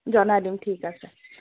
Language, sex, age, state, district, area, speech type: Assamese, female, 30-45, Assam, Dibrugarh, rural, conversation